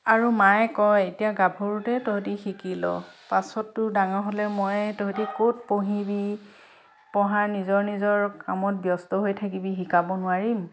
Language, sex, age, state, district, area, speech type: Assamese, female, 30-45, Assam, Dhemaji, urban, spontaneous